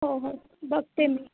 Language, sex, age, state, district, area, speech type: Marathi, female, 18-30, Maharashtra, Nagpur, urban, conversation